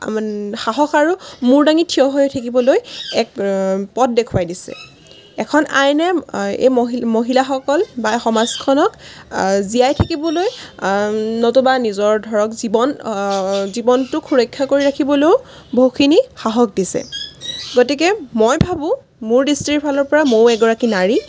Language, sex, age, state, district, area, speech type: Assamese, female, 18-30, Assam, Golaghat, urban, spontaneous